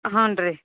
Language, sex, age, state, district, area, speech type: Kannada, female, 30-45, Karnataka, Koppal, urban, conversation